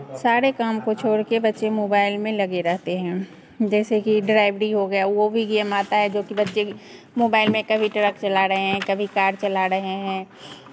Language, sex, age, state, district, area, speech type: Hindi, female, 45-60, Bihar, Begusarai, rural, spontaneous